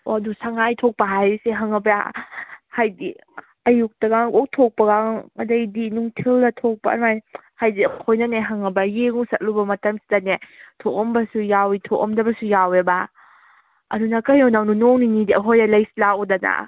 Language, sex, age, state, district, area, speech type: Manipuri, female, 18-30, Manipur, Kakching, rural, conversation